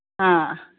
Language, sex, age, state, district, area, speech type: Manipuri, female, 45-60, Manipur, Imphal East, rural, conversation